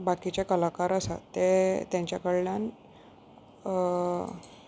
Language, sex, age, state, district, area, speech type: Goan Konkani, female, 30-45, Goa, Salcete, rural, spontaneous